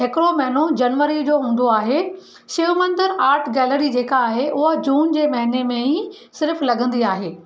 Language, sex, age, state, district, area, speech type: Sindhi, female, 45-60, Maharashtra, Thane, urban, spontaneous